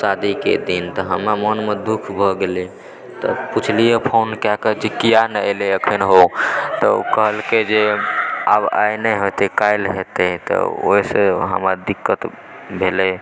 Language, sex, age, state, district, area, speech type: Maithili, male, 18-30, Bihar, Supaul, rural, spontaneous